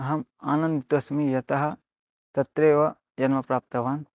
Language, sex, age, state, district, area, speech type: Sanskrit, male, 18-30, Odisha, Bargarh, rural, spontaneous